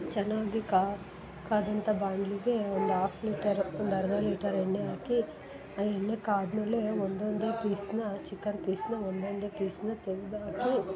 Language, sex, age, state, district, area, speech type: Kannada, female, 30-45, Karnataka, Hassan, urban, spontaneous